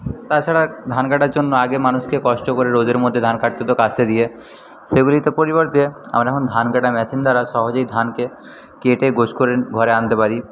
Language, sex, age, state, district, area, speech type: Bengali, male, 60+, West Bengal, Paschim Medinipur, rural, spontaneous